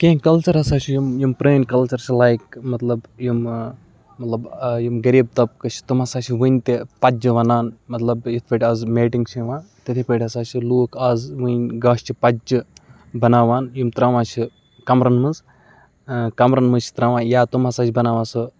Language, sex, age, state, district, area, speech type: Kashmiri, male, 18-30, Jammu and Kashmir, Baramulla, urban, spontaneous